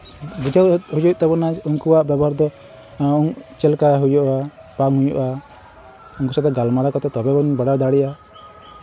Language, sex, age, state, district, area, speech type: Santali, male, 18-30, West Bengal, Malda, rural, spontaneous